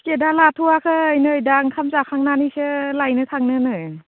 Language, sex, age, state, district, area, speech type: Bodo, female, 30-45, Assam, Baksa, rural, conversation